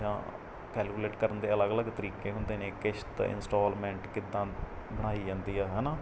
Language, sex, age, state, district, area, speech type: Punjabi, male, 18-30, Punjab, Mansa, rural, spontaneous